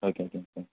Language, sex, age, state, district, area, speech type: Tamil, male, 18-30, Tamil Nadu, Tiruppur, rural, conversation